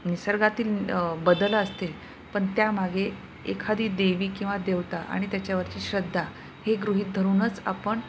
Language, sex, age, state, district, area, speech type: Marathi, female, 30-45, Maharashtra, Nanded, rural, spontaneous